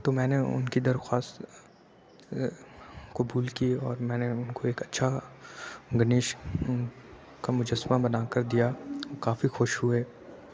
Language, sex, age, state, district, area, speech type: Urdu, male, 18-30, Uttar Pradesh, Aligarh, urban, spontaneous